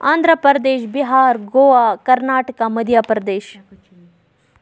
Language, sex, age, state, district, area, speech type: Kashmiri, female, 18-30, Jammu and Kashmir, Budgam, rural, spontaneous